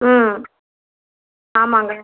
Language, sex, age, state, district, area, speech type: Tamil, female, 45-60, Tamil Nadu, Viluppuram, rural, conversation